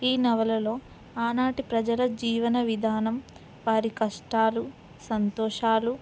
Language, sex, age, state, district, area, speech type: Telugu, female, 18-30, Telangana, Ranga Reddy, urban, spontaneous